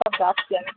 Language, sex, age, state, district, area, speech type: Bengali, female, 30-45, West Bengal, Birbhum, urban, conversation